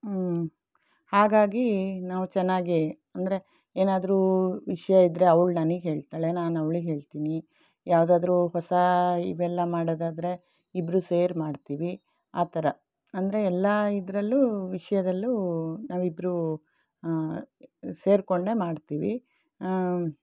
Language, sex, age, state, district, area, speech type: Kannada, female, 45-60, Karnataka, Shimoga, urban, spontaneous